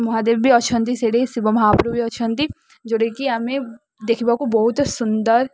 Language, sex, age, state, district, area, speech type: Odia, female, 18-30, Odisha, Ganjam, urban, spontaneous